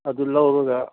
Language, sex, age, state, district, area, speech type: Manipuri, male, 60+, Manipur, Kangpokpi, urban, conversation